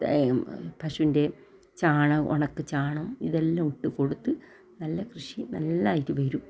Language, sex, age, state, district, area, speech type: Malayalam, female, 60+, Kerala, Kasaragod, rural, spontaneous